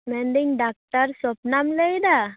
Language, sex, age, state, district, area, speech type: Santali, female, 18-30, West Bengal, Purba Bardhaman, rural, conversation